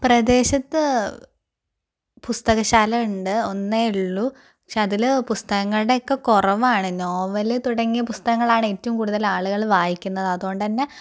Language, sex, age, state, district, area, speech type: Malayalam, female, 18-30, Kerala, Malappuram, rural, spontaneous